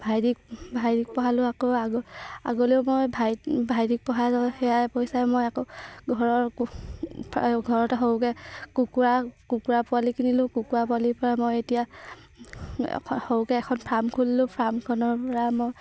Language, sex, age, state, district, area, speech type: Assamese, female, 18-30, Assam, Sivasagar, rural, spontaneous